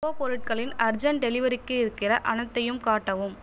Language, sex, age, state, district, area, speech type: Tamil, female, 18-30, Tamil Nadu, Cuddalore, rural, read